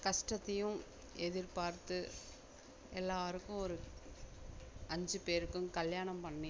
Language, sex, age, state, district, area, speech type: Tamil, female, 60+, Tamil Nadu, Mayiladuthurai, rural, spontaneous